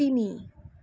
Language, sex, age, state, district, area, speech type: Assamese, female, 45-60, Assam, Darrang, urban, read